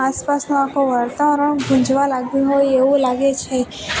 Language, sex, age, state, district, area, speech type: Gujarati, female, 18-30, Gujarat, Valsad, rural, spontaneous